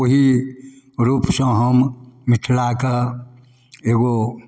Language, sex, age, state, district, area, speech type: Maithili, male, 60+, Bihar, Darbhanga, rural, spontaneous